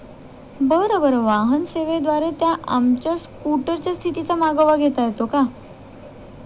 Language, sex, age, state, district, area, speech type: Marathi, female, 18-30, Maharashtra, Nanded, rural, spontaneous